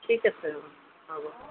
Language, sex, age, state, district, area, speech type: Assamese, female, 60+, Assam, Golaghat, urban, conversation